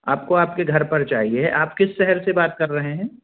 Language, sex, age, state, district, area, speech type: Hindi, male, 30-45, Madhya Pradesh, Jabalpur, urban, conversation